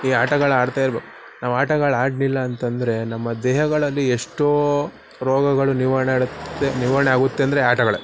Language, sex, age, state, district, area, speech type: Kannada, male, 30-45, Karnataka, Mysore, rural, spontaneous